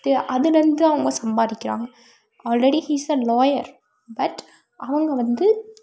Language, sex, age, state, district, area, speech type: Tamil, female, 18-30, Tamil Nadu, Tiruppur, rural, spontaneous